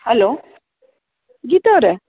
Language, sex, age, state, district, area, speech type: Kannada, female, 45-60, Karnataka, Dharwad, rural, conversation